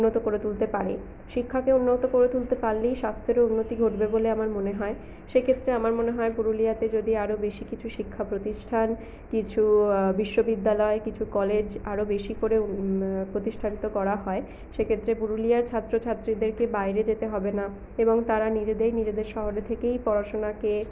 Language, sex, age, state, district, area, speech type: Bengali, female, 45-60, West Bengal, Purulia, urban, spontaneous